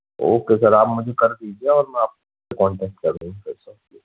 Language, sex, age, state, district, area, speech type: Hindi, male, 18-30, Madhya Pradesh, Jabalpur, urban, conversation